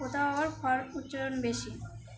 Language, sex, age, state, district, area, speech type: Bengali, female, 18-30, West Bengal, Birbhum, urban, spontaneous